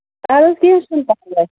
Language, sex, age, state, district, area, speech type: Kashmiri, female, 30-45, Jammu and Kashmir, Ganderbal, rural, conversation